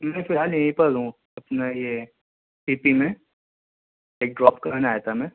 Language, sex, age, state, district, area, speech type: Urdu, male, 30-45, Delhi, Central Delhi, urban, conversation